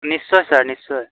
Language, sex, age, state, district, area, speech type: Assamese, male, 18-30, Assam, Dhemaji, rural, conversation